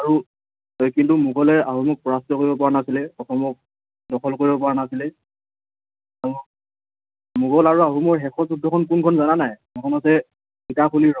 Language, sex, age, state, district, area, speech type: Assamese, male, 18-30, Assam, Tinsukia, urban, conversation